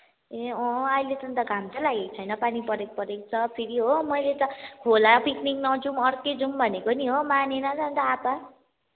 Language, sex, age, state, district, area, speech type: Nepali, female, 18-30, West Bengal, Kalimpong, rural, conversation